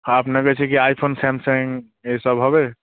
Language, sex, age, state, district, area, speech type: Bengali, male, 18-30, West Bengal, Murshidabad, urban, conversation